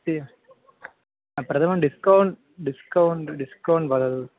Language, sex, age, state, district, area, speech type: Sanskrit, male, 18-30, Kerala, Thiruvananthapuram, urban, conversation